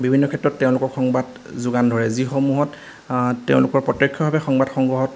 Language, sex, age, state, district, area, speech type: Assamese, male, 30-45, Assam, Majuli, urban, spontaneous